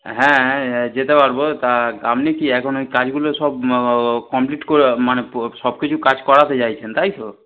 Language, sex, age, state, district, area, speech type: Bengali, male, 30-45, West Bengal, Darjeeling, rural, conversation